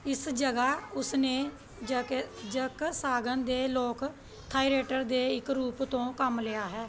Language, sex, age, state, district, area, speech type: Punjabi, female, 30-45, Punjab, Pathankot, rural, read